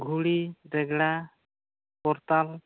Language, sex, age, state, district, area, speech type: Santali, male, 18-30, West Bengal, Bankura, rural, conversation